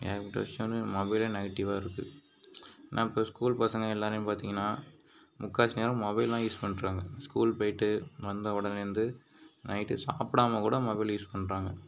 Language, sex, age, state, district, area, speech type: Tamil, male, 45-60, Tamil Nadu, Mayiladuthurai, rural, spontaneous